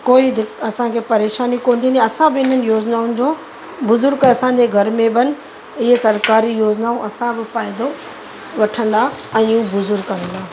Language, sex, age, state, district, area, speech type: Sindhi, female, 45-60, Uttar Pradesh, Lucknow, rural, spontaneous